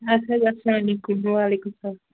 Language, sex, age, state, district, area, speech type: Kashmiri, female, 18-30, Jammu and Kashmir, Pulwama, rural, conversation